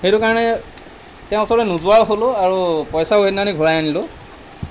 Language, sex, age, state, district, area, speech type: Assamese, male, 45-60, Assam, Lakhimpur, rural, spontaneous